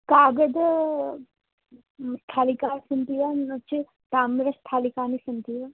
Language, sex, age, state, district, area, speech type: Sanskrit, female, 18-30, Karnataka, Bangalore Rural, rural, conversation